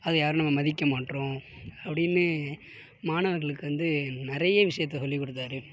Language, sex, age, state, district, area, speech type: Tamil, male, 18-30, Tamil Nadu, Tiruvarur, urban, spontaneous